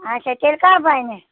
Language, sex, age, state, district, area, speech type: Kashmiri, female, 45-60, Jammu and Kashmir, Ganderbal, rural, conversation